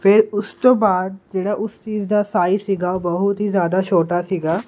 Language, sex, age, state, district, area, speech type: Punjabi, male, 18-30, Punjab, Kapurthala, urban, spontaneous